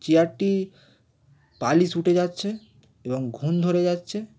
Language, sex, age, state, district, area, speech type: Bengali, male, 18-30, West Bengal, Howrah, urban, spontaneous